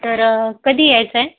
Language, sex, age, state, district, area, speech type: Marathi, female, 30-45, Maharashtra, Yavatmal, urban, conversation